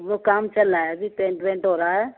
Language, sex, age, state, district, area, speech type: Urdu, female, 30-45, Uttar Pradesh, Ghaziabad, rural, conversation